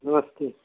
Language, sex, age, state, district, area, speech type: Hindi, male, 60+, Uttar Pradesh, Prayagraj, rural, conversation